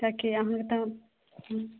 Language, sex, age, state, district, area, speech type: Maithili, female, 30-45, Bihar, Madhubani, rural, conversation